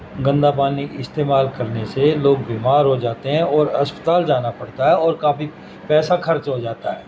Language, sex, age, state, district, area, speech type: Urdu, male, 60+, Uttar Pradesh, Gautam Buddha Nagar, urban, spontaneous